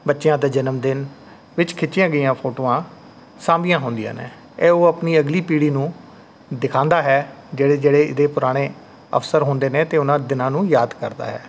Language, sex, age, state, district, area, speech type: Punjabi, male, 45-60, Punjab, Rupnagar, rural, spontaneous